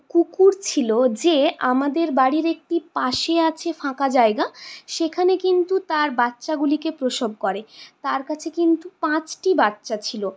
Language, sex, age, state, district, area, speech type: Bengali, female, 60+, West Bengal, Purulia, urban, spontaneous